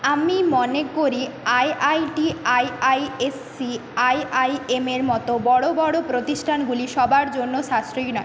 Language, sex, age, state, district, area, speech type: Bengali, female, 18-30, West Bengal, Jhargram, rural, spontaneous